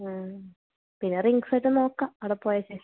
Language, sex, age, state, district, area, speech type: Malayalam, female, 18-30, Kerala, Kasaragod, urban, conversation